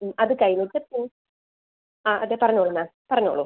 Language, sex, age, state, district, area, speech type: Malayalam, female, 18-30, Kerala, Thiruvananthapuram, urban, conversation